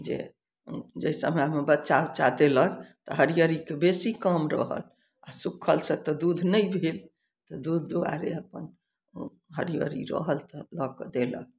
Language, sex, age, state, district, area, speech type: Maithili, female, 60+, Bihar, Samastipur, rural, spontaneous